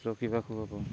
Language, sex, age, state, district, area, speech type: Odia, male, 30-45, Odisha, Nabarangpur, urban, spontaneous